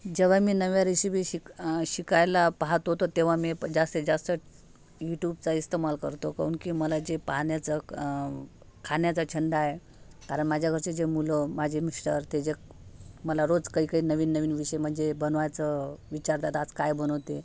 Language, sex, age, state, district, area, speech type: Marathi, female, 30-45, Maharashtra, Amravati, urban, spontaneous